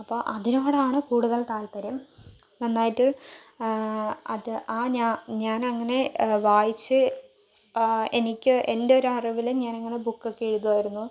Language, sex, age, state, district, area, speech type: Malayalam, female, 45-60, Kerala, Palakkad, urban, spontaneous